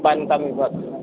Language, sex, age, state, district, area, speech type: Marathi, male, 30-45, Maharashtra, Akola, urban, conversation